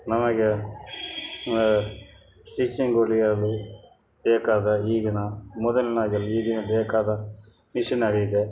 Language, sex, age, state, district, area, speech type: Kannada, male, 60+, Karnataka, Dakshina Kannada, rural, spontaneous